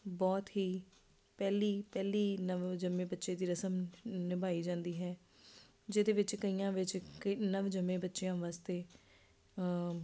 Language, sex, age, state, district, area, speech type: Punjabi, female, 30-45, Punjab, Ludhiana, urban, spontaneous